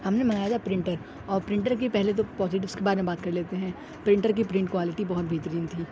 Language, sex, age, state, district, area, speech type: Urdu, male, 18-30, Uttar Pradesh, Shahjahanpur, urban, spontaneous